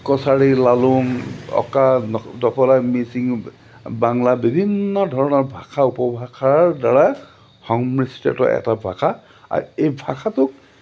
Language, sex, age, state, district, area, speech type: Assamese, male, 45-60, Assam, Lakhimpur, urban, spontaneous